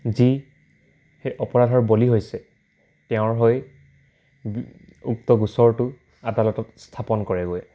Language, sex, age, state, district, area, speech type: Assamese, male, 18-30, Assam, Dibrugarh, rural, spontaneous